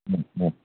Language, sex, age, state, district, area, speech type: Malayalam, male, 60+, Kerala, Thiruvananthapuram, urban, conversation